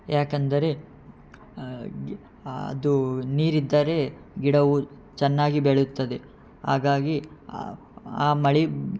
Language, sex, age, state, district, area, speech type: Kannada, male, 18-30, Karnataka, Yadgir, urban, spontaneous